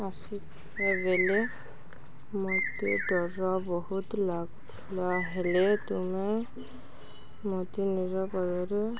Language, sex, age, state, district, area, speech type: Odia, female, 18-30, Odisha, Balangir, urban, spontaneous